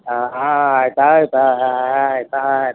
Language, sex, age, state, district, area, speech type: Kannada, male, 60+, Karnataka, Dakshina Kannada, rural, conversation